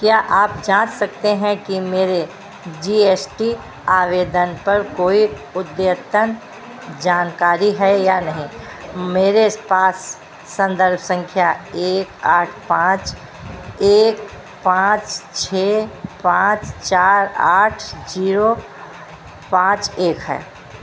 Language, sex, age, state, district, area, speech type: Hindi, female, 60+, Uttar Pradesh, Sitapur, rural, read